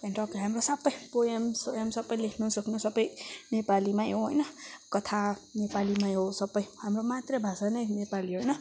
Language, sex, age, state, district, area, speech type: Nepali, male, 18-30, West Bengal, Kalimpong, rural, spontaneous